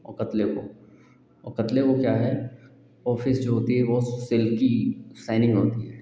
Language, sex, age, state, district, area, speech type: Hindi, male, 45-60, Uttar Pradesh, Lucknow, rural, spontaneous